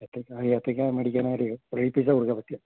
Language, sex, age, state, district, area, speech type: Malayalam, male, 60+, Kerala, Idukki, rural, conversation